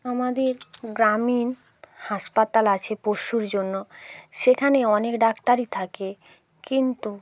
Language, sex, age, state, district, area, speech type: Bengali, female, 45-60, West Bengal, Hooghly, urban, spontaneous